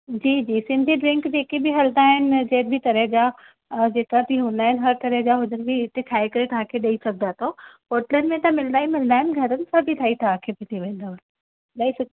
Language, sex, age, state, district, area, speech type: Sindhi, female, 45-60, Uttar Pradesh, Lucknow, urban, conversation